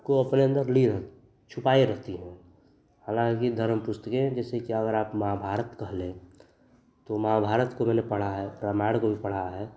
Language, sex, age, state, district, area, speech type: Hindi, male, 30-45, Uttar Pradesh, Chandauli, rural, spontaneous